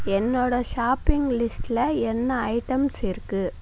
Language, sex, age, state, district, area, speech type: Tamil, female, 45-60, Tamil Nadu, Viluppuram, rural, read